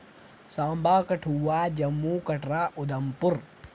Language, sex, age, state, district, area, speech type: Dogri, male, 18-30, Jammu and Kashmir, Samba, rural, spontaneous